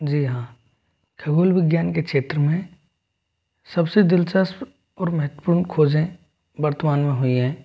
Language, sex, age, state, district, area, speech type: Hindi, male, 30-45, Rajasthan, Jaipur, urban, spontaneous